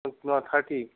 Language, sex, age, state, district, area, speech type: Assamese, male, 45-60, Assam, Nagaon, rural, conversation